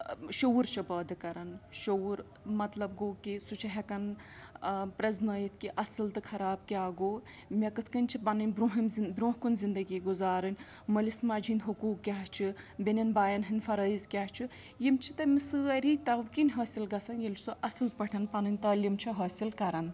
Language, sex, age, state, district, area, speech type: Kashmiri, female, 30-45, Jammu and Kashmir, Srinagar, rural, spontaneous